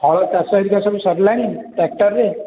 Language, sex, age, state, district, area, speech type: Odia, male, 45-60, Odisha, Khordha, rural, conversation